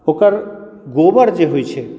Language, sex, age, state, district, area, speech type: Maithili, male, 30-45, Bihar, Madhubani, rural, spontaneous